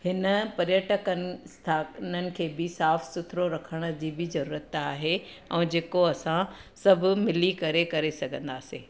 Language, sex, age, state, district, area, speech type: Sindhi, female, 30-45, Gujarat, Surat, urban, spontaneous